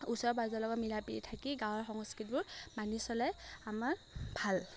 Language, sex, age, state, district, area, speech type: Assamese, female, 18-30, Assam, Morigaon, rural, spontaneous